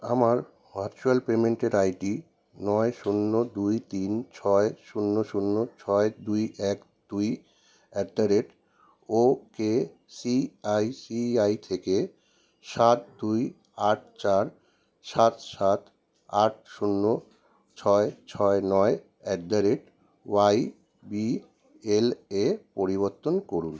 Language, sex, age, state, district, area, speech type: Bengali, male, 30-45, West Bengal, Kolkata, urban, read